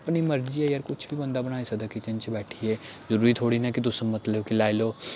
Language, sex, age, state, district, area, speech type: Dogri, male, 18-30, Jammu and Kashmir, Samba, urban, spontaneous